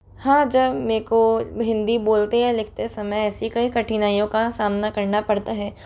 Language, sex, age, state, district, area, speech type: Hindi, female, 18-30, Rajasthan, Jodhpur, urban, spontaneous